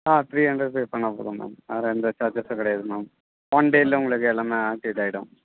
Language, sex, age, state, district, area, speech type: Tamil, male, 30-45, Tamil Nadu, Chennai, urban, conversation